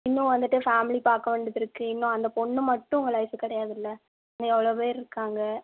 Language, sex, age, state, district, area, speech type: Tamil, female, 18-30, Tamil Nadu, Tiruvallur, urban, conversation